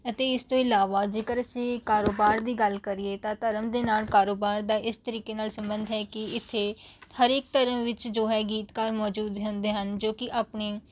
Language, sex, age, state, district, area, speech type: Punjabi, female, 18-30, Punjab, Rupnagar, rural, spontaneous